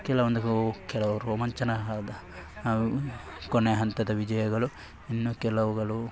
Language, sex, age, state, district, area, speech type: Kannada, male, 18-30, Karnataka, Dakshina Kannada, rural, spontaneous